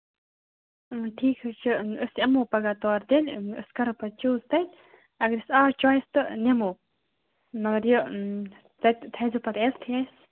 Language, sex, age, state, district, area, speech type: Kashmiri, female, 18-30, Jammu and Kashmir, Baramulla, rural, conversation